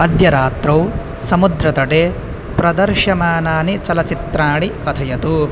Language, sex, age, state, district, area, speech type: Sanskrit, male, 18-30, Assam, Kokrajhar, rural, read